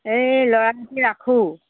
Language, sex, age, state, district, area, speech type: Assamese, female, 60+, Assam, Golaghat, rural, conversation